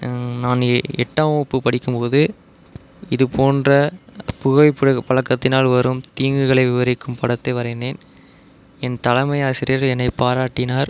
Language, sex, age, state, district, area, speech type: Tamil, male, 30-45, Tamil Nadu, Pudukkottai, rural, spontaneous